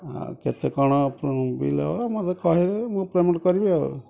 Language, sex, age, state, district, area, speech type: Odia, male, 30-45, Odisha, Kendujhar, urban, spontaneous